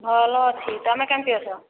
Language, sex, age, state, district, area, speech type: Odia, female, 45-60, Odisha, Boudh, rural, conversation